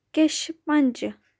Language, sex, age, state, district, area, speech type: Dogri, female, 18-30, Jammu and Kashmir, Udhampur, rural, spontaneous